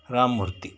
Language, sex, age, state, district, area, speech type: Kannada, male, 45-60, Karnataka, Shimoga, rural, spontaneous